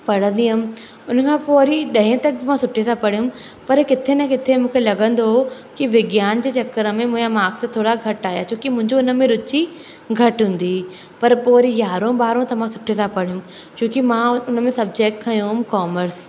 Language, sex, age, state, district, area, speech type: Sindhi, female, 18-30, Madhya Pradesh, Katni, rural, spontaneous